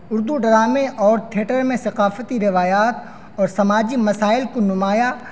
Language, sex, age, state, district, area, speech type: Urdu, male, 18-30, Uttar Pradesh, Saharanpur, urban, spontaneous